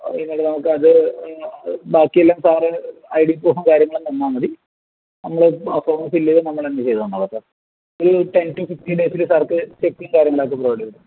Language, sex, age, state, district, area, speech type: Malayalam, male, 30-45, Kerala, Palakkad, rural, conversation